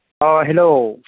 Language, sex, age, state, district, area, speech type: Bodo, male, 30-45, Assam, Chirang, rural, conversation